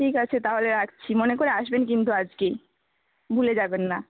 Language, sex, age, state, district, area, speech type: Bengali, female, 18-30, West Bengal, Bankura, urban, conversation